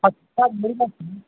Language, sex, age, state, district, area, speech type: Hindi, male, 60+, Uttar Pradesh, Sitapur, rural, conversation